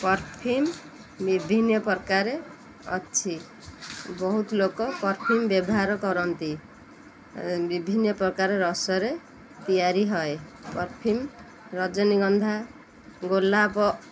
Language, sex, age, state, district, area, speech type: Odia, female, 30-45, Odisha, Kendrapara, urban, spontaneous